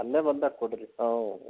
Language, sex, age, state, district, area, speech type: Kannada, male, 60+, Karnataka, Chitradurga, rural, conversation